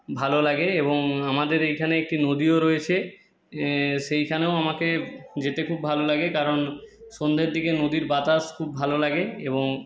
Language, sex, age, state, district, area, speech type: Bengali, male, 30-45, West Bengal, Jhargram, rural, spontaneous